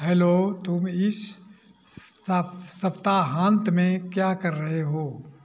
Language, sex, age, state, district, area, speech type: Hindi, male, 60+, Uttar Pradesh, Azamgarh, rural, read